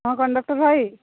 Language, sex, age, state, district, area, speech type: Odia, female, 18-30, Odisha, Mayurbhanj, rural, conversation